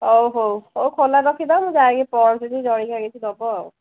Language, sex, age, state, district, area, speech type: Odia, female, 45-60, Odisha, Angul, rural, conversation